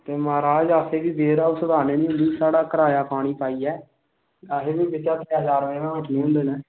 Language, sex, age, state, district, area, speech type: Dogri, male, 18-30, Jammu and Kashmir, Samba, rural, conversation